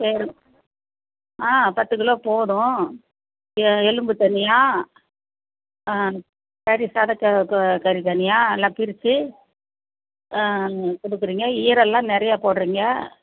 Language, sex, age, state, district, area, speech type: Tamil, female, 60+, Tamil Nadu, Perambalur, rural, conversation